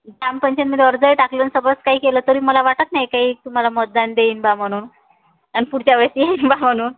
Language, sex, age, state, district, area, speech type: Marathi, female, 30-45, Maharashtra, Nagpur, rural, conversation